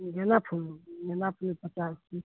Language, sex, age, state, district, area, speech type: Hindi, female, 60+, Bihar, Begusarai, urban, conversation